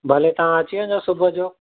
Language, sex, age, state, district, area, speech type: Sindhi, male, 30-45, Gujarat, Surat, urban, conversation